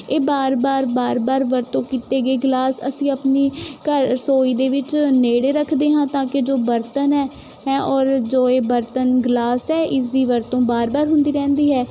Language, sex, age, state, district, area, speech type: Punjabi, female, 18-30, Punjab, Kapurthala, urban, spontaneous